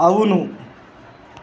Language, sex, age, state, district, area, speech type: Telugu, male, 45-60, Telangana, Mancherial, rural, read